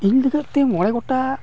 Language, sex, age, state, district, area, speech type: Santali, male, 45-60, Odisha, Mayurbhanj, rural, spontaneous